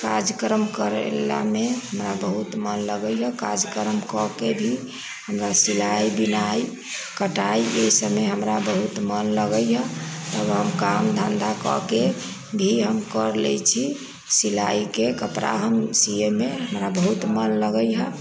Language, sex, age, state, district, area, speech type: Maithili, female, 60+, Bihar, Sitamarhi, rural, spontaneous